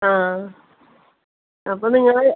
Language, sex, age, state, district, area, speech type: Malayalam, female, 30-45, Kerala, Kasaragod, rural, conversation